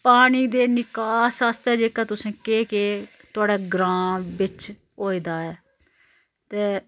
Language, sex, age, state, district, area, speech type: Dogri, female, 45-60, Jammu and Kashmir, Udhampur, rural, spontaneous